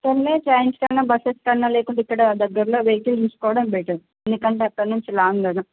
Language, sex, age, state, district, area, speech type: Telugu, female, 18-30, Andhra Pradesh, Srikakulam, urban, conversation